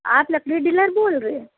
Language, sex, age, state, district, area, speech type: Urdu, female, 45-60, Uttar Pradesh, Lucknow, rural, conversation